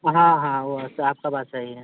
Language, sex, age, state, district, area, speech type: Hindi, male, 18-30, Bihar, Muzaffarpur, urban, conversation